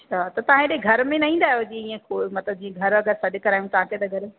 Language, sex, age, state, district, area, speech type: Sindhi, female, 30-45, Madhya Pradesh, Katni, rural, conversation